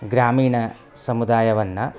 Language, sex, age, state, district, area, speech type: Kannada, male, 30-45, Karnataka, Vijayapura, rural, spontaneous